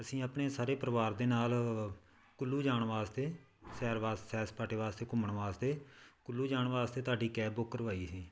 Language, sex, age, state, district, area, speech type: Punjabi, male, 30-45, Punjab, Tarn Taran, rural, spontaneous